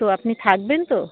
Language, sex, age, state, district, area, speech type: Bengali, female, 30-45, West Bengal, Dakshin Dinajpur, urban, conversation